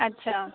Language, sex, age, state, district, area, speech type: Hindi, female, 45-60, Bihar, Begusarai, rural, conversation